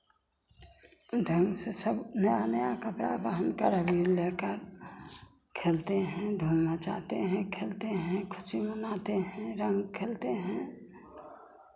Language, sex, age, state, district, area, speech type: Hindi, female, 45-60, Bihar, Begusarai, rural, spontaneous